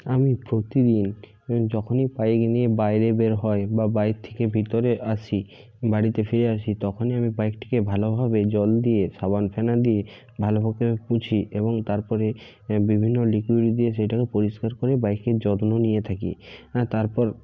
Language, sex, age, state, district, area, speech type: Bengali, male, 45-60, West Bengal, Bankura, urban, spontaneous